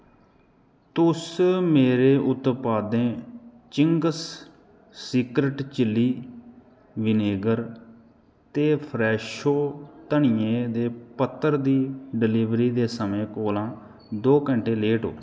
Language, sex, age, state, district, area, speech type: Dogri, male, 30-45, Jammu and Kashmir, Kathua, rural, read